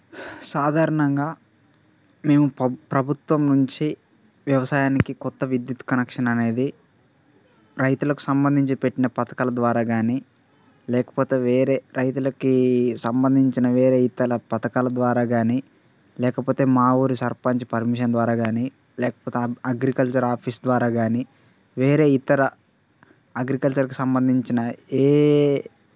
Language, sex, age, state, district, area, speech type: Telugu, male, 18-30, Telangana, Mancherial, rural, spontaneous